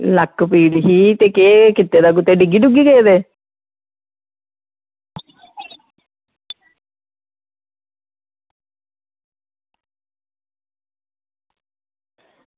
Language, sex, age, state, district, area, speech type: Dogri, female, 45-60, Jammu and Kashmir, Samba, rural, conversation